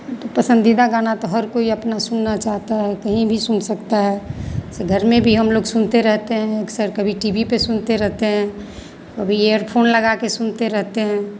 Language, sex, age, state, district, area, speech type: Hindi, female, 45-60, Bihar, Madhepura, rural, spontaneous